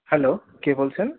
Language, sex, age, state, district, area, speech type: Bengali, male, 60+, West Bengal, Paschim Bardhaman, urban, conversation